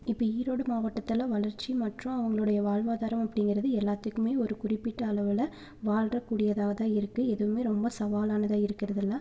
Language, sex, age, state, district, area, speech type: Tamil, female, 18-30, Tamil Nadu, Erode, rural, spontaneous